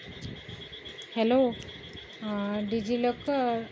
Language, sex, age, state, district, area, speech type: Odia, female, 30-45, Odisha, Sundergarh, urban, spontaneous